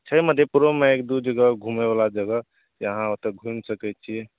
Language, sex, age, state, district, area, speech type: Maithili, male, 18-30, Bihar, Madhepura, rural, conversation